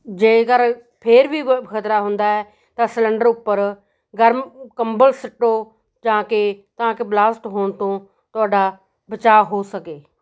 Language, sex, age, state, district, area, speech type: Punjabi, female, 45-60, Punjab, Moga, rural, spontaneous